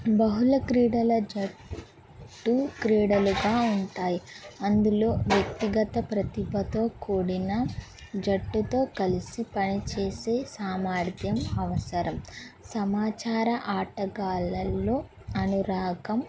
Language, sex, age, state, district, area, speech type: Telugu, female, 18-30, Telangana, Mahabubabad, rural, spontaneous